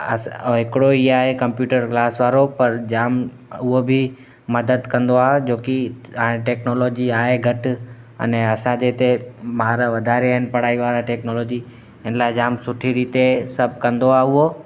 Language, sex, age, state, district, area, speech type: Sindhi, male, 18-30, Gujarat, Kutch, rural, spontaneous